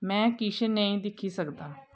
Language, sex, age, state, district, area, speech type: Dogri, female, 30-45, Jammu and Kashmir, Kathua, rural, read